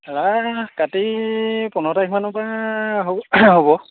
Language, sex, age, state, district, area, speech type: Assamese, male, 45-60, Assam, Majuli, urban, conversation